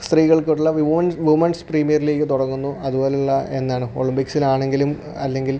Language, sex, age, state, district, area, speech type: Malayalam, male, 18-30, Kerala, Alappuzha, rural, spontaneous